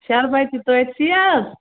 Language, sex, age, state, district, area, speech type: Kashmiri, female, 18-30, Jammu and Kashmir, Bandipora, rural, conversation